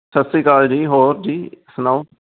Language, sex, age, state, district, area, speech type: Punjabi, male, 45-60, Punjab, Amritsar, urban, conversation